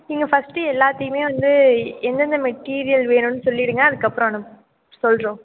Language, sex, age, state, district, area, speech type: Tamil, female, 18-30, Tamil Nadu, Mayiladuthurai, rural, conversation